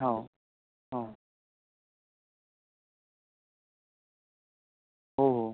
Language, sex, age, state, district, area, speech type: Marathi, male, 30-45, Maharashtra, Yavatmal, rural, conversation